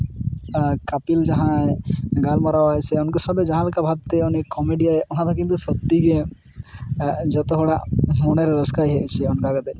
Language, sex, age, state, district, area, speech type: Santali, male, 18-30, West Bengal, Purulia, rural, spontaneous